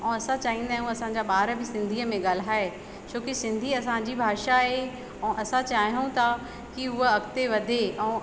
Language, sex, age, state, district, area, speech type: Sindhi, female, 30-45, Madhya Pradesh, Katni, rural, spontaneous